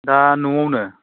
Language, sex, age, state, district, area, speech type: Bodo, male, 30-45, Assam, Chirang, rural, conversation